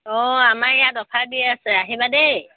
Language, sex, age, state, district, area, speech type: Assamese, female, 30-45, Assam, Tinsukia, urban, conversation